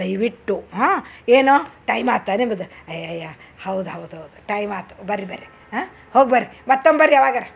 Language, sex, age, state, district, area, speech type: Kannada, female, 60+, Karnataka, Dharwad, rural, spontaneous